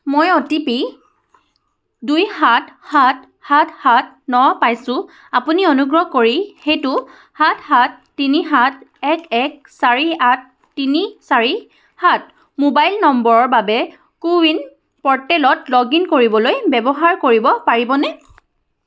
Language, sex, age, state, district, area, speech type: Assamese, female, 18-30, Assam, Charaideo, urban, read